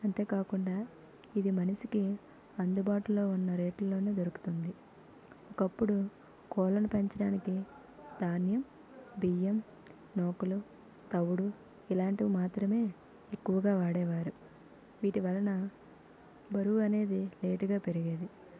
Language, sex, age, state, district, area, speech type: Telugu, female, 18-30, Andhra Pradesh, Vizianagaram, urban, spontaneous